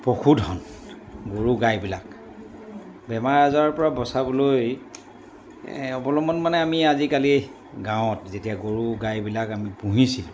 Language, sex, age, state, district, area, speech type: Assamese, male, 60+, Assam, Dibrugarh, rural, spontaneous